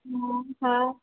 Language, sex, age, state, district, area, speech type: Sindhi, female, 18-30, Gujarat, Junagadh, rural, conversation